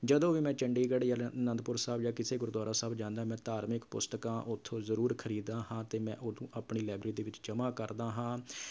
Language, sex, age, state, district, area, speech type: Punjabi, male, 30-45, Punjab, Rupnagar, urban, spontaneous